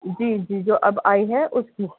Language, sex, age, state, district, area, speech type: Urdu, female, 30-45, Delhi, East Delhi, urban, conversation